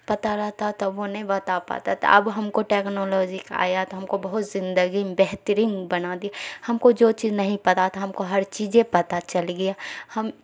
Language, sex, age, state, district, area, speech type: Urdu, female, 45-60, Bihar, Khagaria, rural, spontaneous